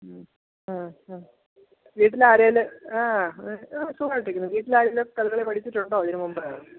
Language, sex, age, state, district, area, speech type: Malayalam, female, 45-60, Kerala, Idukki, rural, conversation